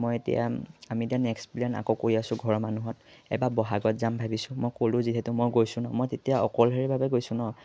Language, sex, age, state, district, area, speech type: Assamese, male, 18-30, Assam, Majuli, urban, spontaneous